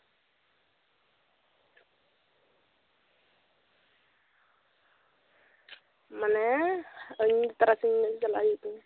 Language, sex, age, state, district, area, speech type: Santali, female, 18-30, West Bengal, Jhargram, rural, conversation